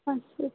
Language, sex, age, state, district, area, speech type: Telugu, female, 60+, Andhra Pradesh, East Godavari, rural, conversation